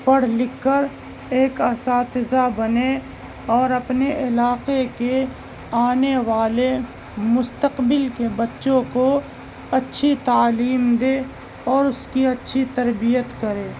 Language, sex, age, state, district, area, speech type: Urdu, male, 18-30, Uttar Pradesh, Gautam Buddha Nagar, urban, spontaneous